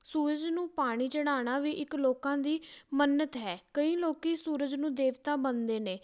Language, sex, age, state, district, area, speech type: Punjabi, female, 18-30, Punjab, Patiala, rural, spontaneous